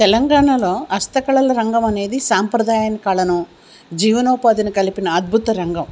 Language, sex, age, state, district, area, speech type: Telugu, female, 60+, Telangana, Hyderabad, urban, spontaneous